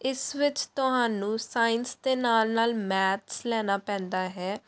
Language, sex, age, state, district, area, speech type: Punjabi, female, 18-30, Punjab, Pathankot, urban, spontaneous